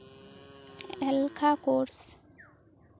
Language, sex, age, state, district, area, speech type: Santali, female, 18-30, West Bengal, Bankura, rural, read